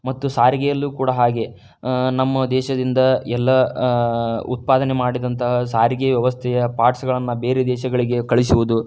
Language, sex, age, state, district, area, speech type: Kannada, male, 30-45, Karnataka, Tumkur, rural, spontaneous